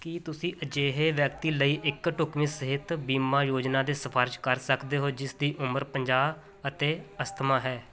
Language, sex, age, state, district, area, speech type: Punjabi, male, 30-45, Punjab, Muktsar, rural, read